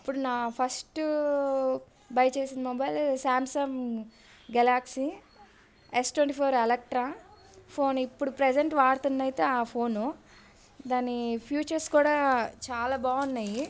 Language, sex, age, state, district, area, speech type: Telugu, female, 18-30, Andhra Pradesh, Bapatla, urban, spontaneous